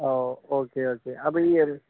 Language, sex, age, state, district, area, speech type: Malayalam, male, 18-30, Kerala, Alappuzha, rural, conversation